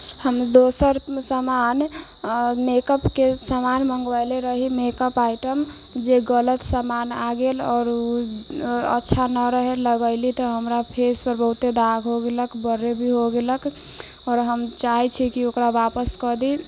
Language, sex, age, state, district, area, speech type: Maithili, female, 30-45, Bihar, Sitamarhi, rural, spontaneous